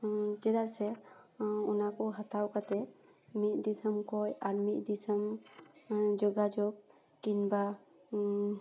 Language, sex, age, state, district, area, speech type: Santali, female, 18-30, West Bengal, Paschim Bardhaman, urban, spontaneous